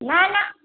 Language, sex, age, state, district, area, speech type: Gujarati, female, 45-60, Gujarat, Rajkot, rural, conversation